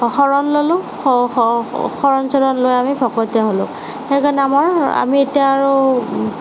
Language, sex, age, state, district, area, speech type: Assamese, female, 18-30, Assam, Darrang, rural, spontaneous